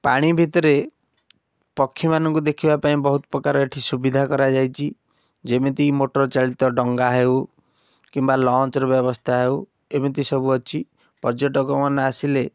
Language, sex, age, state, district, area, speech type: Odia, male, 18-30, Odisha, Cuttack, urban, spontaneous